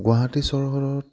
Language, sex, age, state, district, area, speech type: Assamese, male, 18-30, Assam, Lakhimpur, urban, spontaneous